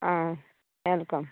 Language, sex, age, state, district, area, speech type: Goan Konkani, female, 18-30, Goa, Canacona, rural, conversation